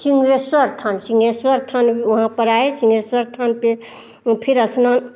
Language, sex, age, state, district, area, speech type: Hindi, female, 45-60, Bihar, Madhepura, rural, spontaneous